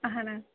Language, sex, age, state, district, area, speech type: Kashmiri, female, 30-45, Jammu and Kashmir, Kulgam, rural, conversation